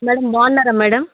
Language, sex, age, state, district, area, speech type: Telugu, female, 30-45, Andhra Pradesh, Chittoor, rural, conversation